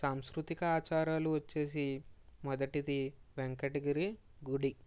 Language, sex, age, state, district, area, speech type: Telugu, male, 30-45, Andhra Pradesh, Kakinada, rural, spontaneous